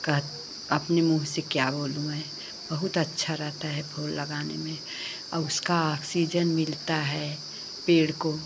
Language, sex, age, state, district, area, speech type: Hindi, female, 60+, Uttar Pradesh, Pratapgarh, urban, spontaneous